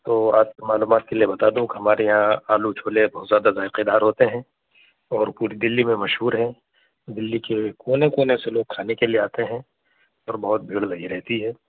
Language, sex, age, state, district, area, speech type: Urdu, male, 30-45, Delhi, North East Delhi, urban, conversation